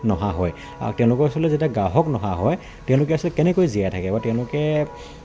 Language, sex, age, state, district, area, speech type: Assamese, male, 30-45, Assam, Dibrugarh, rural, spontaneous